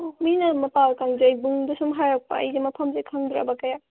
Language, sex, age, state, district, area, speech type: Manipuri, female, 30-45, Manipur, Senapati, rural, conversation